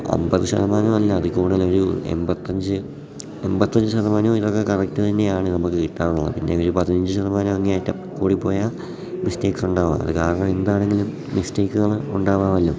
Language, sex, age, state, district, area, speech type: Malayalam, male, 18-30, Kerala, Idukki, rural, spontaneous